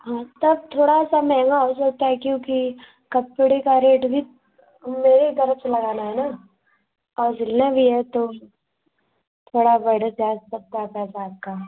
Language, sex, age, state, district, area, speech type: Hindi, female, 30-45, Uttar Pradesh, Azamgarh, urban, conversation